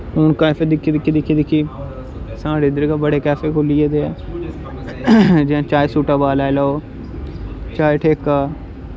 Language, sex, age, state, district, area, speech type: Dogri, male, 18-30, Jammu and Kashmir, Jammu, rural, spontaneous